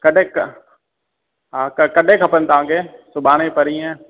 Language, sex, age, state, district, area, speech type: Sindhi, male, 30-45, Gujarat, Surat, urban, conversation